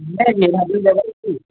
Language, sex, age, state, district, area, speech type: Assamese, male, 18-30, Assam, Majuli, urban, conversation